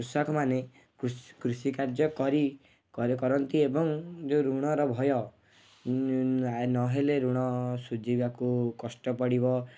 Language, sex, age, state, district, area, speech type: Odia, male, 18-30, Odisha, Kendujhar, urban, spontaneous